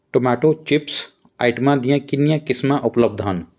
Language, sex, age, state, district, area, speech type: Punjabi, male, 45-60, Punjab, Fatehgarh Sahib, rural, read